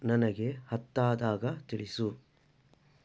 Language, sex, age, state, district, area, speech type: Kannada, male, 60+, Karnataka, Chitradurga, rural, read